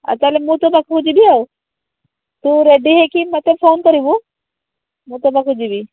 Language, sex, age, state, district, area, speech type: Odia, female, 30-45, Odisha, Cuttack, urban, conversation